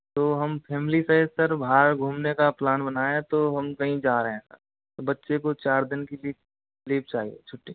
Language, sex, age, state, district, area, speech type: Hindi, male, 30-45, Rajasthan, Karauli, rural, conversation